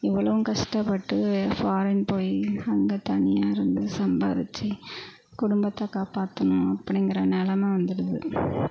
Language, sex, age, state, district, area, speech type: Tamil, female, 45-60, Tamil Nadu, Perambalur, urban, spontaneous